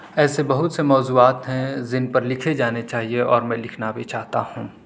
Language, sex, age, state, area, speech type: Urdu, male, 18-30, Uttar Pradesh, urban, spontaneous